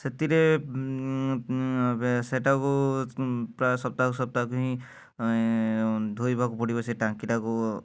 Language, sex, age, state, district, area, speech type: Odia, male, 30-45, Odisha, Cuttack, urban, spontaneous